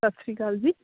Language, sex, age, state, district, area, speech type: Punjabi, female, 30-45, Punjab, Mohali, rural, conversation